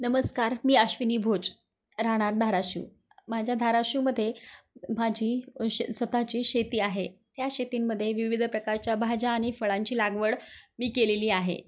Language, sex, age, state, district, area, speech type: Marathi, female, 30-45, Maharashtra, Osmanabad, rural, spontaneous